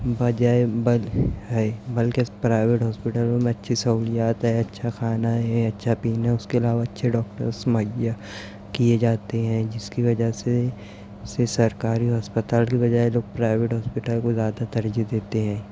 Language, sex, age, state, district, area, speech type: Urdu, male, 30-45, Maharashtra, Nashik, urban, spontaneous